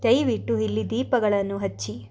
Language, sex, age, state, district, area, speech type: Kannada, female, 45-60, Karnataka, Tumkur, rural, read